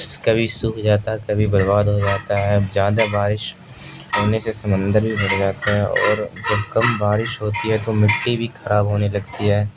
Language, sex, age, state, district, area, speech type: Urdu, male, 18-30, Bihar, Supaul, rural, spontaneous